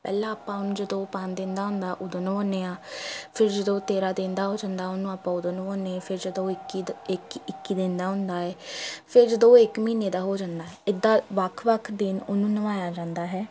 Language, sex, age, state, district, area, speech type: Punjabi, female, 18-30, Punjab, Tarn Taran, urban, spontaneous